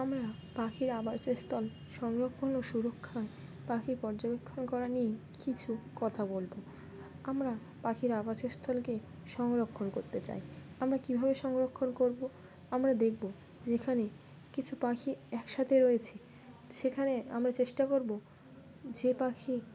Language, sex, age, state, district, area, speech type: Bengali, female, 18-30, West Bengal, Birbhum, urban, spontaneous